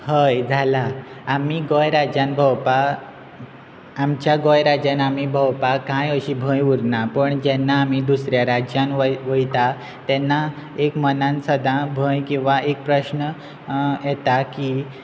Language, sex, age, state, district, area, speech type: Goan Konkani, male, 18-30, Goa, Quepem, rural, spontaneous